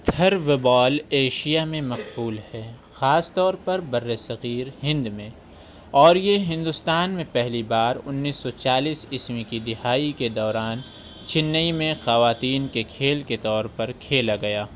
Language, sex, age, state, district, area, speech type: Urdu, male, 30-45, Uttar Pradesh, Lucknow, rural, read